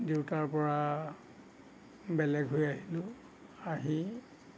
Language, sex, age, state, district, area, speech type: Assamese, male, 60+, Assam, Nagaon, rural, spontaneous